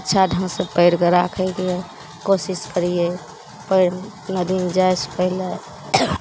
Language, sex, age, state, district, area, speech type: Maithili, female, 45-60, Bihar, Araria, rural, spontaneous